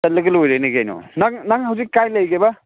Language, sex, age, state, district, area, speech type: Manipuri, male, 30-45, Manipur, Ukhrul, urban, conversation